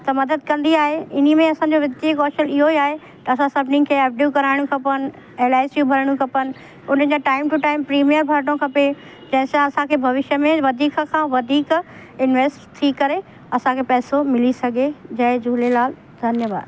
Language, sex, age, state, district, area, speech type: Sindhi, female, 45-60, Uttar Pradesh, Lucknow, urban, spontaneous